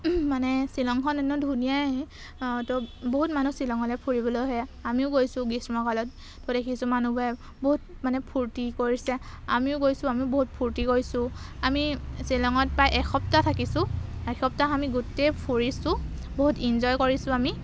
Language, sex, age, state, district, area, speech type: Assamese, female, 18-30, Assam, Golaghat, urban, spontaneous